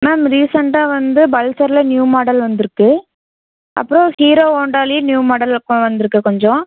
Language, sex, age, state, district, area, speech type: Tamil, female, 18-30, Tamil Nadu, Erode, rural, conversation